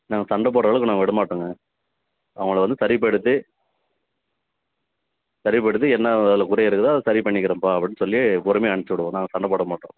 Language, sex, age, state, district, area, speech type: Tamil, male, 30-45, Tamil Nadu, Dharmapuri, rural, conversation